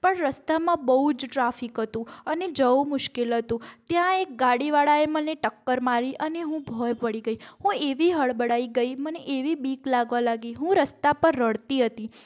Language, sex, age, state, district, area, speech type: Gujarati, female, 45-60, Gujarat, Mehsana, rural, spontaneous